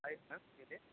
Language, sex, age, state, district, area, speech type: Kannada, male, 30-45, Karnataka, Bangalore Rural, urban, conversation